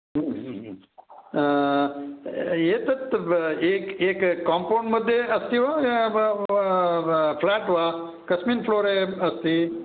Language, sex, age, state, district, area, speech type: Sanskrit, male, 60+, Karnataka, Dakshina Kannada, urban, conversation